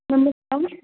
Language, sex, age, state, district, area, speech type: Hindi, female, 45-60, Rajasthan, Jodhpur, urban, conversation